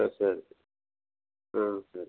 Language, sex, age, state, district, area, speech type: Tamil, male, 45-60, Tamil Nadu, Coimbatore, rural, conversation